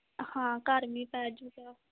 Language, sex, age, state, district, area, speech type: Punjabi, female, 30-45, Punjab, Mansa, urban, conversation